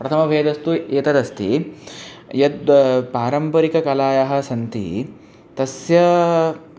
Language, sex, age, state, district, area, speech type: Sanskrit, male, 18-30, Punjab, Amritsar, urban, spontaneous